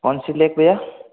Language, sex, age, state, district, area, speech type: Hindi, male, 18-30, Rajasthan, Jodhpur, urban, conversation